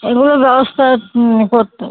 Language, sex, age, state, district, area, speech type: Bengali, female, 30-45, West Bengal, Uttar Dinajpur, urban, conversation